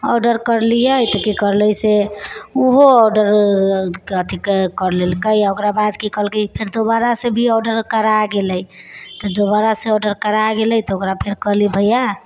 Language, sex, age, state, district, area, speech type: Maithili, female, 30-45, Bihar, Sitamarhi, rural, spontaneous